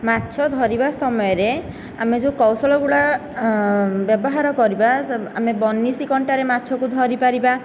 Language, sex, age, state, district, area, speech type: Odia, female, 18-30, Odisha, Nayagarh, rural, spontaneous